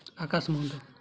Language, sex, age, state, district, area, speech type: Odia, male, 18-30, Odisha, Mayurbhanj, rural, spontaneous